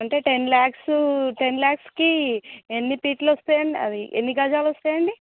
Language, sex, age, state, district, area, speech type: Telugu, female, 18-30, Telangana, Jangaon, rural, conversation